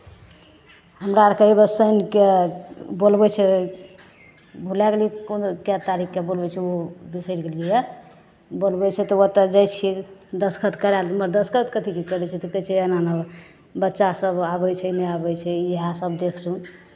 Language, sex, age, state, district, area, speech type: Maithili, female, 45-60, Bihar, Madhepura, rural, spontaneous